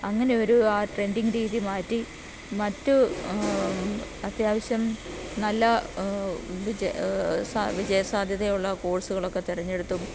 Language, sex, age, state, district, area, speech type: Malayalam, female, 45-60, Kerala, Pathanamthitta, rural, spontaneous